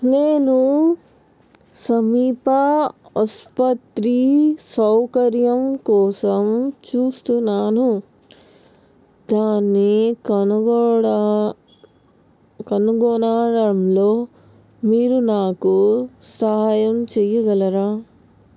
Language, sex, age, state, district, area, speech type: Telugu, female, 30-45, Telangana, Peddapalli, urban, read